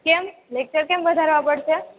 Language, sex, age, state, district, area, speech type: Gujarati, female, 18-30, Gujarat, Junagadh, rural, conversation